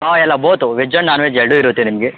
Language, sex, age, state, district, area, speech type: Kannada, male, 18-30, Karnataka, Tumkur, urban, conversation